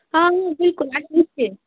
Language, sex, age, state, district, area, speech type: Kashmiri, female, 18-30, Jammu and Kashmir, Baramulla, rural, conversation